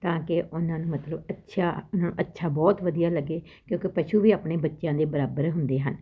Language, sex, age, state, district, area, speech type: Punjabi, female, 45-60, Punjab, Ludhiana, urban, spontaneous